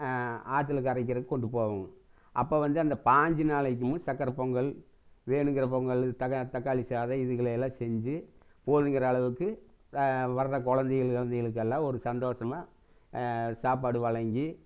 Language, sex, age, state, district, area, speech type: Tamil, male, 60+, Tamil Nadu, Erode, urban, spontaneous